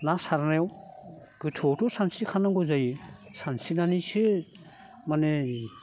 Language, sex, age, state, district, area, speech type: Bodo, male, 60+, Assam, Baksa, urban, spontaneous